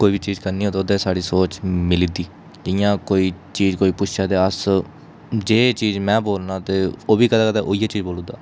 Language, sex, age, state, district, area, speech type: Dogri, male, 30-45, Jammu and Kashmir, Udhampur, urban, spontaneous